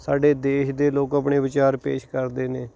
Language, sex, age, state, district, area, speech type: Punjabi, male, 30-45, Punjab, Hoshiarpur, rural, spontaneous